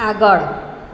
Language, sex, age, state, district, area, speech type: Gujarati, female, 45-60, Gujarat, Surat, urban, read